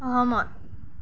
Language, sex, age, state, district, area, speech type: Assamese, female, 18-30, Assam, Darrang, rural, read